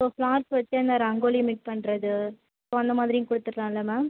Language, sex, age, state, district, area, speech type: Tamil, female, 30-45, Tamil Nadu, Ariyalur, rural, conversation